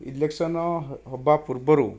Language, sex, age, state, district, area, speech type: Odia, male, 60+, Odisha, Kandhamal, rural, spontaneous